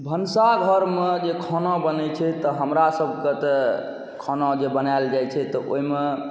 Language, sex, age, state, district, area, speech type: Maithili, male, 18-30, Bihar, Saharsa, rural, spontaneous